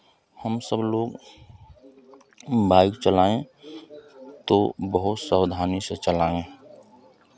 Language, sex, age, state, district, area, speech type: Hindi, male, 30-45, Uttar Pradesh, Chandauli, rural, spontaneous